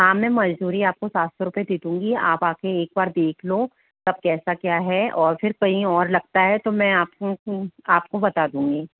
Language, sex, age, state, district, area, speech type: Hindi, male, 30-45, Rajasthan, Jaipur, urban, conversation